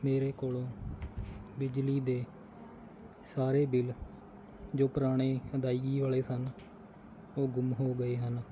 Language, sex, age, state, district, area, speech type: Punjabi, male, 30-45, Punjab, Faridkot, rural, spontaneous